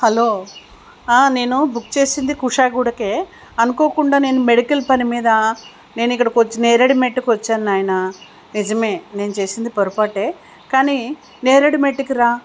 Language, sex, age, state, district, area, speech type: Telugu, female, 60+, Telangana, Hyderabad, urban, spontaneous